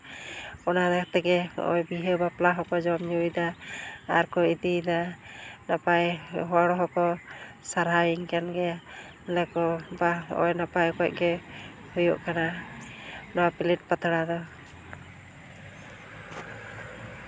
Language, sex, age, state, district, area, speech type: Santali, female, 30-45, West Bengal, Jhargram, rural, spontaneous